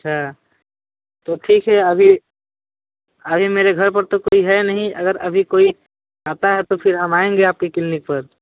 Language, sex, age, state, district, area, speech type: Hindi, male, 18-30, Uttar Pradesh, Sonbhadra, rural, conversation